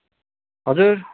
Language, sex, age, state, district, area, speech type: Nepali, male, 30-45, West Bengal, Darjeeling, rural, conversation